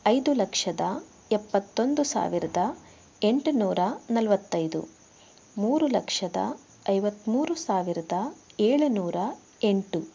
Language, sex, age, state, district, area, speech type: Kannada, female, 30-45, Karnataka, Davanagere, rural, spontaneous